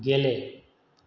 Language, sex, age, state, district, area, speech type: Bodo, male, 30-45, Assam, Chirang, rural, read